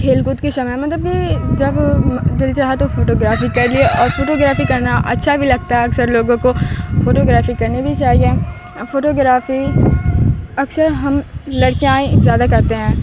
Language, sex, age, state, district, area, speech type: Urdu, female, 18-30, Bihar, Supaul, rural, spontaneous